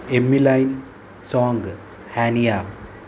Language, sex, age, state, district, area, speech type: Telugu, male, 30-45, Telangana, Hyderabad, urban, spontaneous